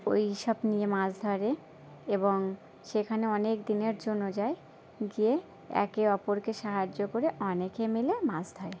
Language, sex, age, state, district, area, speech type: Bengali, female, 18-30, West Bengal, Birbhum, urban, spontaneous